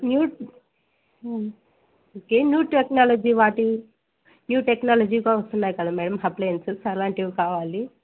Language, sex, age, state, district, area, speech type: Telugu, female, 18-30, Andhra Pradesh, Sri Balaji, urban, conversation